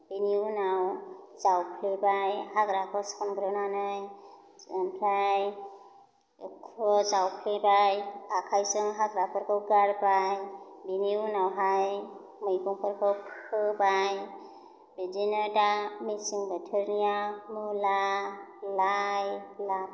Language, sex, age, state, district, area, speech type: Bodo, female, 30-45, Assam, Chirang, urban, spontaneous